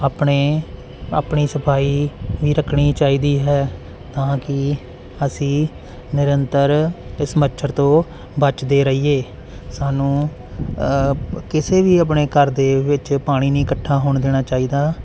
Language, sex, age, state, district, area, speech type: Punjabi, male, 30-45, Punjab, Jalandhar, urban, spontaneous